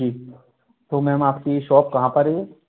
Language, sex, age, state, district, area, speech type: Hindi, male, 30-45, Madhya Pradesh, Gwalior, rural, conversation